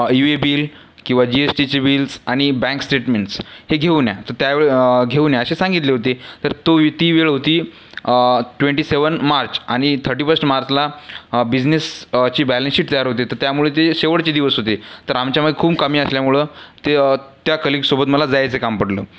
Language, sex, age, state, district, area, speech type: Marathi, male, 18-30, Maharashtra, Washim, rural, spontaneous